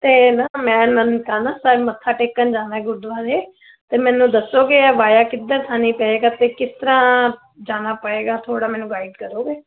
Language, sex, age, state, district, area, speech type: Punjabi, female, 30-45, Punjab, Amritsar, urban, conversation